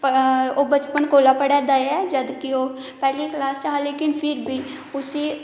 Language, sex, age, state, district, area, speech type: Dogri, female, 18-30, Jammu and Kashmir, Kathua, rural, spontaneous